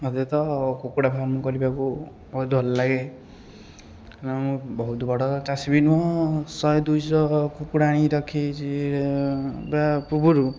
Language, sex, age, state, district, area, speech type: Odia, male, 18-30, Odisha, Puri, urban, spontaneous